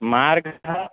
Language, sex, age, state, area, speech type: Sanskrit, male, 18-30, Chhattisgarh, rural, conversation